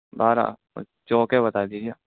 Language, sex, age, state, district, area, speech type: Urdu, male, 18-30, Delhi, East Delhi, urban, conversation